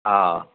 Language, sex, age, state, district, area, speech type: Assamese, male, 45-60, Assam, Nalbari, rural, conversation